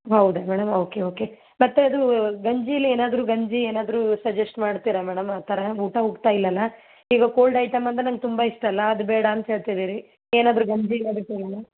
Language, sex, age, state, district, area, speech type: Kannada, female, 30-45, Karnataka, Gulbarga, urban, conversation